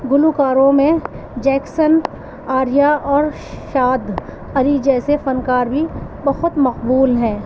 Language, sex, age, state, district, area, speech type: Urdu, female, 45-60, Delhi, East Delhi, urban, spontaneous